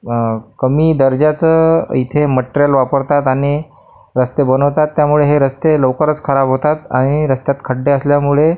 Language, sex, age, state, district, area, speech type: Marathi, male, 45-60, Maharashtra, Akola, urban, spontaneous